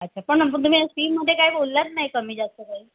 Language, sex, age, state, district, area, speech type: Marathi, female, 45-60, Maharashtra, Mumbai Suburban, urban, conversation